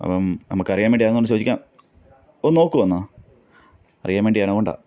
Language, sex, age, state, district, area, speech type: Malayalam, male, 30-45, Kerala, Pathanamthitta, rural, spontaneous